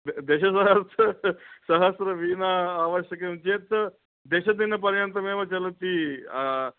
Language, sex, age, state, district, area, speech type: Sanskrit, male, 45-60, Andhra Pradesh, Guntur, urban, conversation